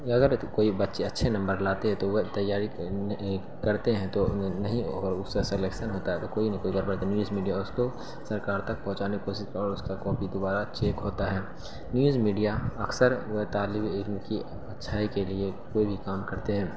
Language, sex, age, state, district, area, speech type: Urdu, male, 18-30, Bihar, Saharsa, rural, spontaneous